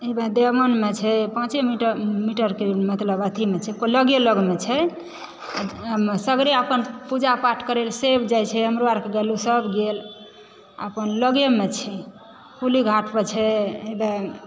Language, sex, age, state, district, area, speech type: Maithili, female, 30-45, Bihar, Supaul, rural, spontaneous